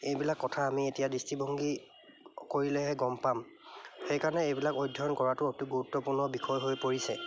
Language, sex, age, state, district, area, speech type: Assamese, male, 30-45, Assam, Charaideo, urban, spontaneous